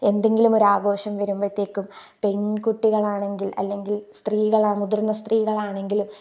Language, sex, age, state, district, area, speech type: Malayalam, female, 18-30, Kerala, Pathanamthitta, rural, spontaneous